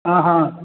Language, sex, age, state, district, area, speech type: Odia, male, 45-60, Odisha, Khordha, rural, conversation